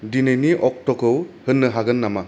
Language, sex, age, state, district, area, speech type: Bodo, male, 30-45, Assam, Kokrajhar, urban, read